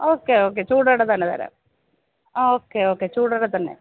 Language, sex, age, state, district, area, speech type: Malayalam, female, 45-60, Kerala, Thiruvananthapuram, urban, conversation